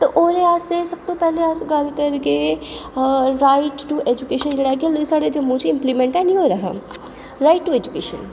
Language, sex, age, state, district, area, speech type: Dogri, female, 30-45, Jammu and Kashmir, Jammu, urban, spontaneous